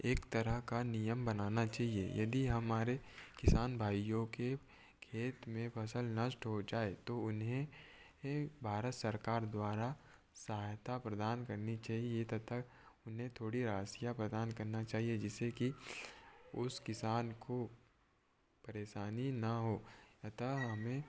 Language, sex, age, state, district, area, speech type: Hindi, male, 18-30, Madhya Pradesh, Betul, rural, spontaneous